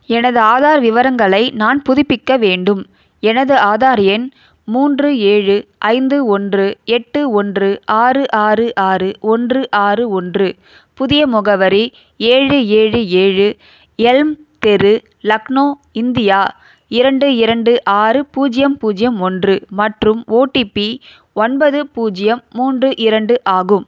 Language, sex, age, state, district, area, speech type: Tamil, female, 30-45, Tamil Nadu, Chennai, urban, read